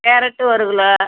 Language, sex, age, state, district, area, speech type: Tamil, female, 45-60, Tamil Nadu, Tiruchirappalli, rural, conversation